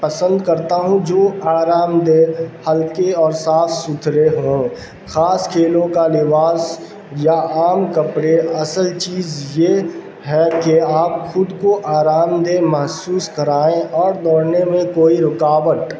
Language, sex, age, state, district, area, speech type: Urdu, male, 18-30, Bihar, Darbhanga, urban, spontaneous